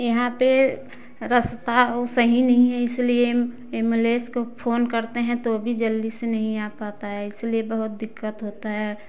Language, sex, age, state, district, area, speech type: Hindi, female, 45-60, Uttar Pradesh, Prayagraj, rural, spontaneous